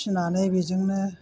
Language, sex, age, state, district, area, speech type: Bodo, female, 60+, Assam, Chirang, rural, spontaneous